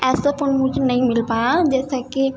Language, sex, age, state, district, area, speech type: Urdu, female, 18-30, Uttar Pradesh, Gautam Buddha Nagar, urban, spontaneous